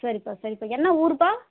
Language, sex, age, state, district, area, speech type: Tamil, female, 30-45, Tamil Nadu, Dharmapuri, rural, conversation